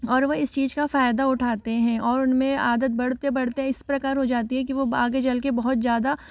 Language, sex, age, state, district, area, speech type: Hindi, female, 30-45, Rajasthan, Jaipur, urban, spontaneous